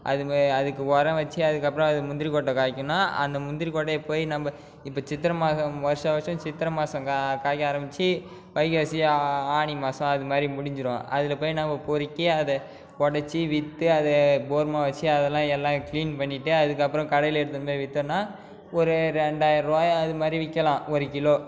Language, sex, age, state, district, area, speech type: Tamil, female, 18-30, Tamil Nadu, Cuddalore, rural, spontaneous